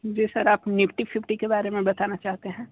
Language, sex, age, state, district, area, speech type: Hindi, male, 18-30, Uttar Pradesh, Sonbhadra, rural, conversation